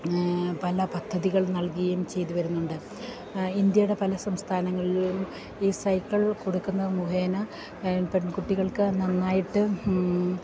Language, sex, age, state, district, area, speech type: Malayalam, female, 45-60, Kerala, Idukki, rural, spontaneous